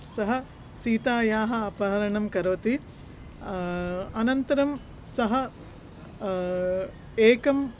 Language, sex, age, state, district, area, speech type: Sanskrit, female, 45-60, Andhra Pradesh, Krishna, urban, spontaneous